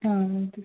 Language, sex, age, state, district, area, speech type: Kannada, female, 30-45, Karnataka, Davanagere, rural, conversation